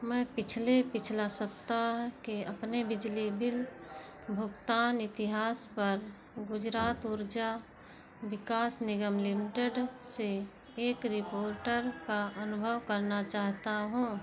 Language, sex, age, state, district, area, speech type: Hindi, female, 45-60, Uttar Pradesh, Ayodhya, rural, read